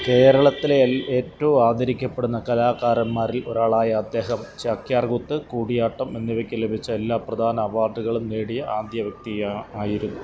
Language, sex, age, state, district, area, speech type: Malayalam, male, 45-60, Kerala, Alappuzha, urban, read